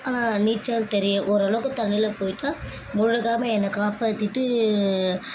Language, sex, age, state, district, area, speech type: Tamil, female, 18-30, Tamil Nadu, Chennai, urban, spontaneous